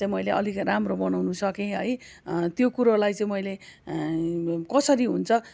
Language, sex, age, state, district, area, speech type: Nepali, female, 45-60, West Bengal, Kalimpong, rural, spontaneous